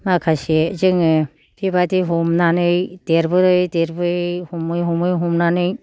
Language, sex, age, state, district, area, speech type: Bodo, female, 60+, Assam, Kokrajhar, rural, spontaneous